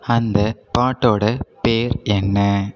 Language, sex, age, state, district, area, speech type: Tamil, male, 18-30, Tamil Nadu, Cuddalore, rural, read